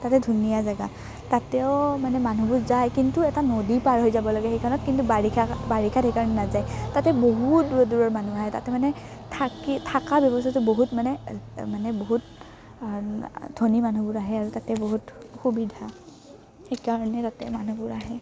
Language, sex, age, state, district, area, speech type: Assamese, female, 18-30, Assam, Udalguri, rural, spontaneous